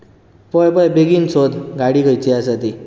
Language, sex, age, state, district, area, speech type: Goan Konkani, male, 18-30, Goa, Bardez, urban, spontaneous